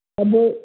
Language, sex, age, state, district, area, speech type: Sindhi, female, 60+, Gujarat, Surat, urban, conversation